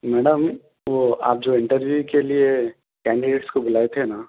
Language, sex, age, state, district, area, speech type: Urdu, male, 30-45, Telangana, Hyderabad, urban, conversation